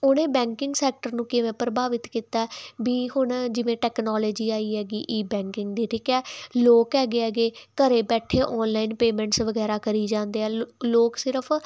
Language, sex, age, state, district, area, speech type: Punjabi, female, 18-30, Punjab, Muktsar, urban, spontaneous